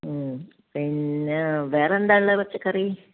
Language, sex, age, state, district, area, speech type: Malayalam, female, 60+, Kerala, Kozhikode, rural, conversation